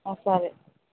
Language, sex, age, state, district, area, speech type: Telugu, female, 18-30, Andhra Pradesh, Kadapa, rural, conversation